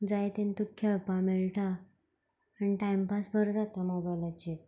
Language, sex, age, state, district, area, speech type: Goan Konkani, female, 18-30, Goa, Canacona, rural, spontaneous